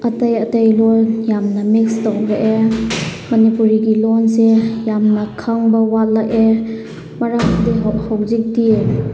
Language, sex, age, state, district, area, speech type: Manipuri, female, 30-45, Manipur, Chandel, rural, spontaneous